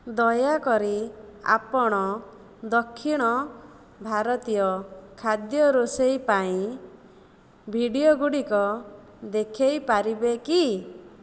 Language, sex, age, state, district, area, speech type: Odia, female, 30-45, Odisha, Jajpur, rural, read